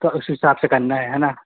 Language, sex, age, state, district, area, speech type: Hindi, male, 18-30, Madhya Pradesh, Harda, urban, conversation